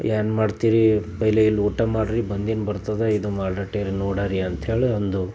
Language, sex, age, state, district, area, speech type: Kannada, male, 45-60, Karnataka, Bidar, urban, spontaneous